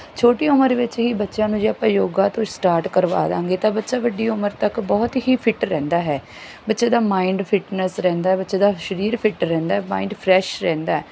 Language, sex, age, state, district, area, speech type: Punjabi, female, 45-60, Punjab, Bathinda, rural, spontaneous